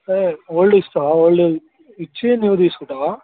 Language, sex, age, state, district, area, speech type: Telugu, male, 30-45, Telangana, Vikarabad, urban, conversation